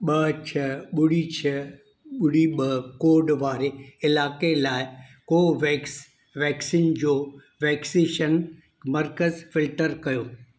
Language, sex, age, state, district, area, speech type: Sindhi, male, 60+, Madhya Pradesh, Indore, urban, read